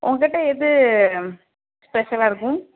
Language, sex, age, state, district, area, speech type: Tamil, female, 18-30, Tamil Nadu, Kallakurichi, rural, conversation